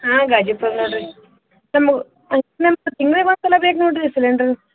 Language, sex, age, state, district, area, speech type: Kannada, female, 30-45, Karnataka, Gulbarga, urban, conversation